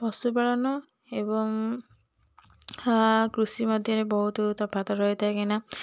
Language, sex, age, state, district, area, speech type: Odia, female, 18-30, Odisha, Puri, urban, spontaneous